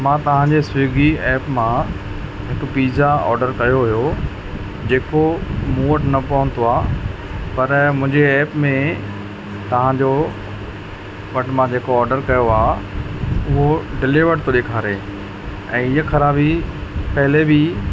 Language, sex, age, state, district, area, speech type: Sindhi, male, 30-45, Madhya Pradesh, Katni, urban, spontaneous